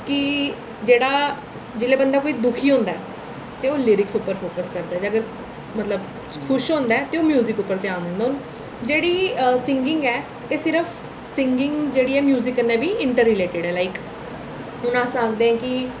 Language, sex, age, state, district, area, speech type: Dogri, female, 18-30, Jammu and Kashmir, Reasi, urban, spontaneous